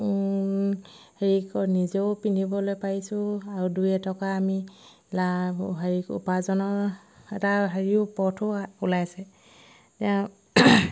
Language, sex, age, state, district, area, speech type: Assamese, female, 30-45, Assam, Sivasagar, rural, spontaneous